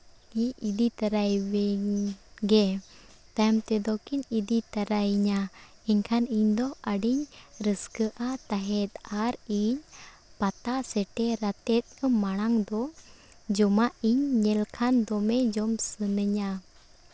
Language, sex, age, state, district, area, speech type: Santali, female, 18-30, Jharkhand, Seraikela Kharsawan, rural, spontaneous